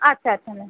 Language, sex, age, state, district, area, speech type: Bengali, female, 30-45, West Bengal, North 24 Parganas, urban, conversation